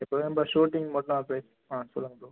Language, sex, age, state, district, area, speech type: Tamil, male, 18-30, Tamil Nadu, Viluppuram, urban, conversation